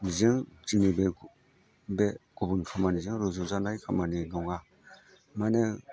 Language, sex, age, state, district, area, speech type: Bodo, male, 45-60, Assam, Chirang, rural, spontaneous